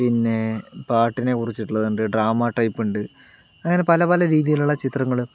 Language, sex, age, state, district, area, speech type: Malayalam, male, 18-30, Kerala, Palakkad, rural, spontaneous